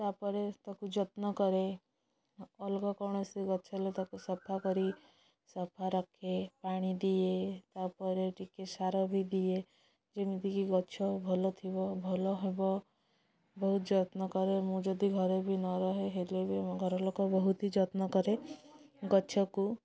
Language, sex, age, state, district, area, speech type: Odia, female, 30-45, Odisha, Malkangiri, urban, spontaneous